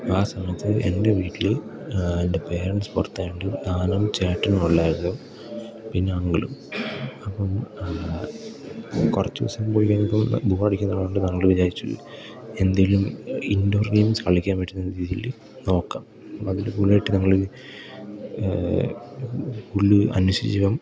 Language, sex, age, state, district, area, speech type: Malayalam, male, 18-30, Kerala, Idukki, rural, spontaneous